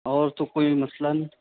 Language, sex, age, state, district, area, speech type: Urdu, male, 18-30, Uttar Pradesh, Saharanpur, urban, conversation